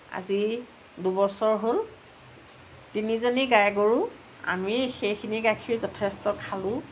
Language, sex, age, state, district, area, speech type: Assamese, female, 45-60, Assam, Lakhimpur, rural, spontaneous